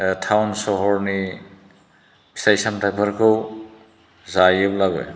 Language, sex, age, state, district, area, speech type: Bodo, male, 60+, Assam, Chirang, urban, spontaneous